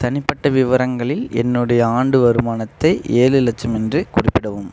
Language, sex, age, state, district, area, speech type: Tamil, male, 18-30, Tamil Nadu, Coimbatore, rural, read